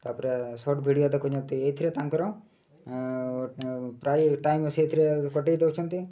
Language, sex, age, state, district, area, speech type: Odia, male, 30-45, Odisha, Mayurbhanj, rural, spontaneous